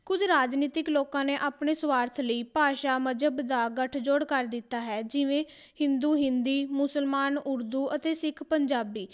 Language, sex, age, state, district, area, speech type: Punjabi, female, 18-30, Punjab, Patiala, rural, spontaneous